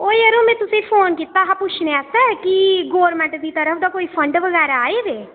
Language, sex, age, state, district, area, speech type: Dogri, female, 18-30, Jammu and Kashmir, Udhampur, rural, conversation